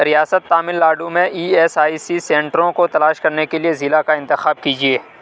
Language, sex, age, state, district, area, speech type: Urdu, male, 45-60, Uttar Pradesh, Aligarh, rural, read